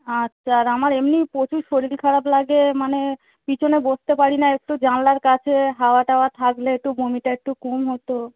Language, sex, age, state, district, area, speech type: Bengali, female, 30-45, West Bengal, Darjeeling, urban, conversation